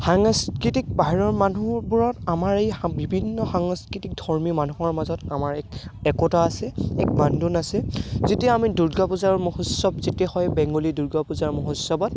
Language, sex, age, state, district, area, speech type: Assamese, male, 18-30, Assam, Barpeta, rural, spontaneous